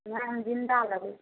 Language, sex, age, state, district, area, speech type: Maithili, female, 18-30, Bihar, Saharsa, rural, conversation